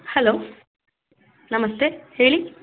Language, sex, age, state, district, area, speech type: Kannada, female, 45-60, Karnataka, Davanagere, rural, conversation